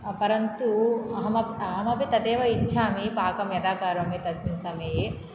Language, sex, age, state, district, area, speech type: Sanskrit, female, 18-30, Andhra Pradesh, Anantapur, rural, spontaneous